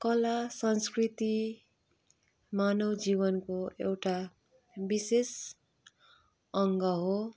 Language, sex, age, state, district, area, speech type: Nepali, female, 45-60, West Bengal, Darjeeling, rural, spontaneous